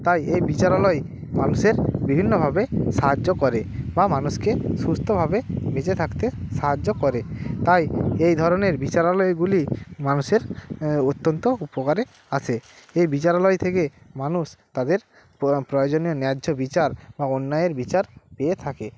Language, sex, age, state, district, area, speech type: Bengali, male, 45-60, West Bengal, Hooghly, urban, spontaneous